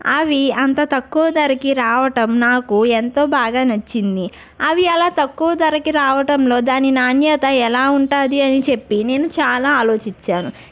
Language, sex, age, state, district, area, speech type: Telugu, female, 18-30, Andhra Pradesh, East Godavari, rural, spontaneous